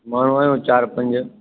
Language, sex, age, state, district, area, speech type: Sindhi, male, 30-45, Delhi, South Delhi, urban, conversation